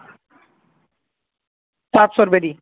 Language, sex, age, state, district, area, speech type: Dogri, male, 18-30, Jammu and Kashmir, Reasi, rural, conversation